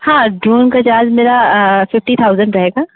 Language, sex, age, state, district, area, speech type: Hindi, female, 30-45, Uttar Pradesh, Sitapur, rural, conversation